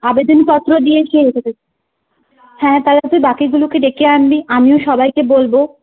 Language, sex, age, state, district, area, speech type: Bengali, female, 30-45, West Bengal, Paschim Bardhaman, urban, conversation